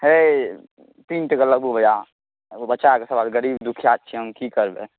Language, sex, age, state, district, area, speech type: Maithili, male, 18-30, Bihar, Saharsa, rural, conversation